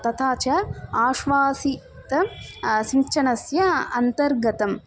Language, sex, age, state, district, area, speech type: Sanskrit, female, 18-30, Tamil Nadu, Thanjavur, rural, spontaneous